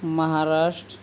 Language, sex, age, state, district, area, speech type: Santali, male, 30-45, Jharkhand, Seraikela Kharsawan, rural, spontaneous